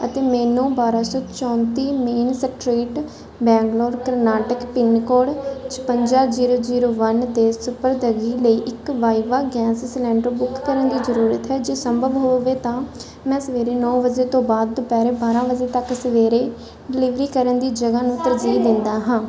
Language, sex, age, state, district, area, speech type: Punjabi, female, 30-45, Punjab, Barnala, rural, read